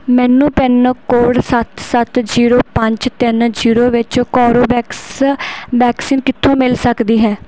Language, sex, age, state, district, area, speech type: Punjabi, female, 18-30, Punjab, Barnala, urban, read